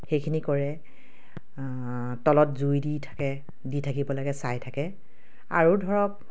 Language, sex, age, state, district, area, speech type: Assamese, female, 45-60, Assam, Dibrugarh, rural, spontaneous